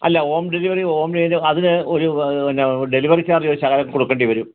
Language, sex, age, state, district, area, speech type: Malayalam, male, 60+, Kerala, Kottayam, rural, conversation